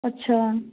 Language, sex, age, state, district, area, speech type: Hindi, female, 30-45, Bihar, Samastipur, urban, conversation